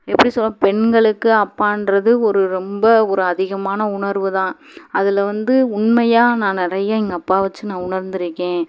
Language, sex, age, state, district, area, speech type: Tamil, female, 30-45, Tamil Nadu, Madurai, rural, spontaneous